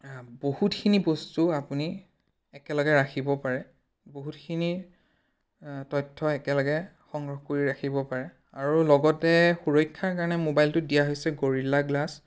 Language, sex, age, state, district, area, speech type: Assamese, male, 18-30, Assam, Biswanath, rural, spontaneous